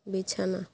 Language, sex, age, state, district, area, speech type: Bengali, female, 30-45, West Bengal, North 24 Parganas, rural, read